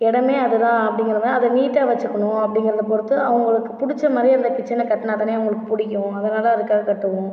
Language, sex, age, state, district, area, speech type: Tamil, female, 18-30, Tamil Nadu, Ariyalur, rural, spontaneous